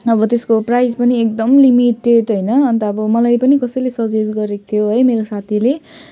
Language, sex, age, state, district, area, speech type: Nepali, female, 30-45, West Bengal, Jalpaiguri, urban, spontaneous